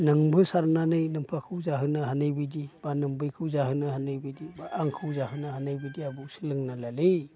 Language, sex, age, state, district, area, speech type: Bodo, male, 45-60, Assam, Baksa, urban, spontaneous